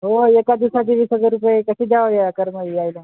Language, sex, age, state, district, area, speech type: Marathi, male, 18-30, Maharashtra, Hingoli, urban, conversation